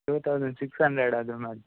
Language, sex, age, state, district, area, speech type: Kannada, male, 18-30, Karnataka, Udupi, rural, conversation